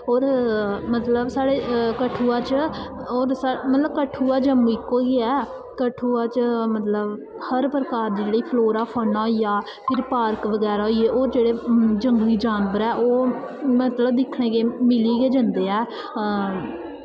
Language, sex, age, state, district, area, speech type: Dogri, female, 18-30, Jammu and Kashmir, Kathua, rural, spontaneous